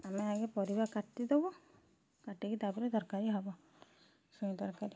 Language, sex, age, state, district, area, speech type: Odia, female, 30-45, Odisha, Kendujhar, urban, spontaneous